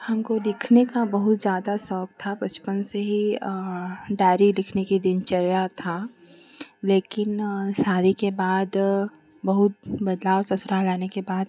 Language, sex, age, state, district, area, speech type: Hindi, female, 30-45, Uttar Pradesh, Chandauli, urban, spontaneous